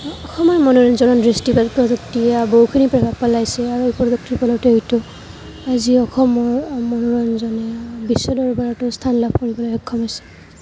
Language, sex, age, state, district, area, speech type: Assamese, female, 18-30, Assam, Kamrup Metropolitan, urban, spontaneous